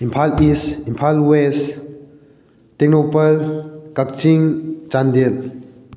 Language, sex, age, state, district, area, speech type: Manipuri, male, 18-30, Manipur, Kakching, rural, spontaneous